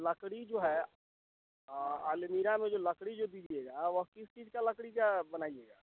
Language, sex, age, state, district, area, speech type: Hindi, male, 30-45, Bihar, Vaishali, rural, conversation